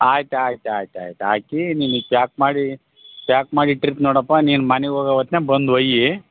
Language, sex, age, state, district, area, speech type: Kannada, male, 45-60, Karnataka, Bellary, rural, conversation